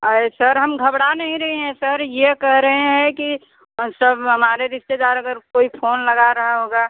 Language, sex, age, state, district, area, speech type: Hindi, female, 30-45, Uttar Pradesh, Bhadohi, rural, conversation